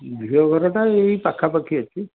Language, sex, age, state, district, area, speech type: Odia, male, 60+, Odisha, Cuttack, urban, conversation